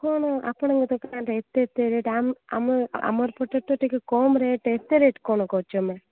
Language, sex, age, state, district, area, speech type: Odia, female, 30-45, Odisha, Koraput, urban, conversation